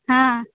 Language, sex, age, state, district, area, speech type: Maithili, female, 18-30, Bihar, Muzaffarpur, rural, conversation